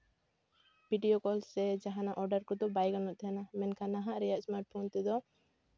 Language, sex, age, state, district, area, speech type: Santali, female, 18-30, West Bengal, Jhargram, rural, spontaneous